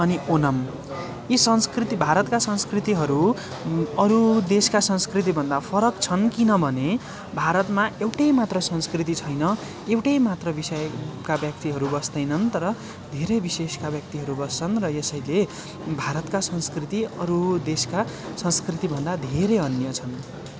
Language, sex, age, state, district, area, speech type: Nepali, male, 18-30, West Bengal, Darjeeling, rural, spontaneous